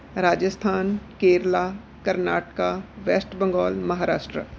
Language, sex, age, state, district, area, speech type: Punjabi, female, 45-60, Punjab, Bathinda, urban, spontaneous